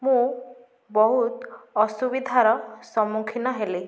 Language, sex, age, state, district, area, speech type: Odia, female, 18-30, Odisha, Nayagarh, rural, spontaneous